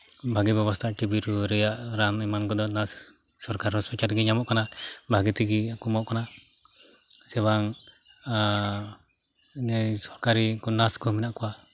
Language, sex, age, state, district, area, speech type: Santali, male, 30-45, West Bengal, Malda, rural, spontaneous